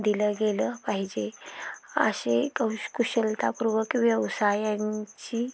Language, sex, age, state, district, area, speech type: Marathi, female, 30-45, Maharashtra, Satara, rural, spontaneous